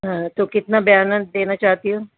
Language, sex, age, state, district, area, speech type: Urdu, female, 60+, Delhi, Central Delhi, urban, conversation